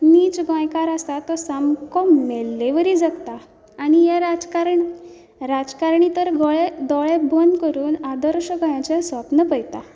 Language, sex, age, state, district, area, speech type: Goan Konkani, female, 18-30, Goa, Canacona, rural, spontaneous